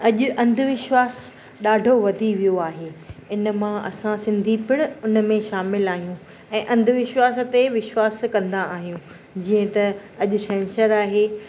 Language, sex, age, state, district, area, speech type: Sindhi, female, 45-60, Maharashtra, Thane, urban, spontaneous